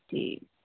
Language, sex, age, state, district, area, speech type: Punjabi, female, 18-30, Punjab, Bathinda, rural, conversation